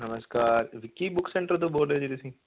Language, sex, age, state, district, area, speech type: Punjabi, male, 18-30, Punjab, Fazilka, rural, conversation